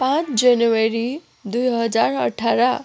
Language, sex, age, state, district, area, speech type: Nepali, female, 18-30, West Bengal, Kalimpong, rural, spontaneous